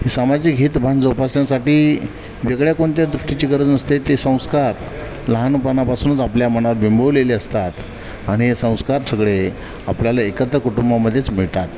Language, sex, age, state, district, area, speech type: Marathi, male, 45-60, Maharashtra, Sindhudurg, rural, spontaneous